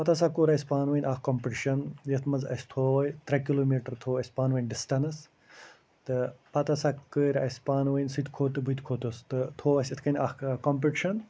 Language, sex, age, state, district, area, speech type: Kashmiri, male, 45-60, Jammu and Kashmir, Ganderbal, rural, spontaneous